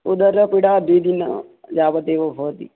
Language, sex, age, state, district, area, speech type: Sanskrit, male, 18-30, Odisha, Bargarh, rural, conversation